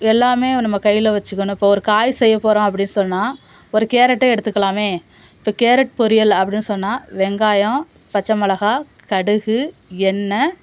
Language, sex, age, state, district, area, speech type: Tamil, female, 30-45, Tamil Nadu, Nagapattinam, urban, spontaneous